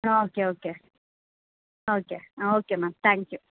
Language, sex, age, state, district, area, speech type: Tamil, female, 30-45, Tamil Nadu, Krishnagiri, rural, conversation